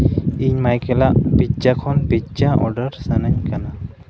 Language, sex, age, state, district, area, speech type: Santali, male, 18-30, West Bengal, Jhargram, rural, read